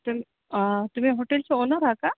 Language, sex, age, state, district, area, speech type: Marathi, female, 45-60, Maharashtra, Akola, urban, conversation